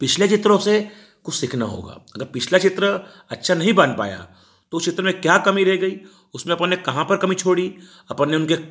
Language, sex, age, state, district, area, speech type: Hindi, male, 45-60, Madhya Pradesh, Ujjain, rural, spontaneous